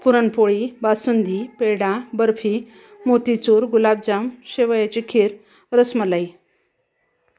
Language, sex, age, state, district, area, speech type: Marathi, female, 45-60, Maharashtra, Osmanabad, rural, spontaneous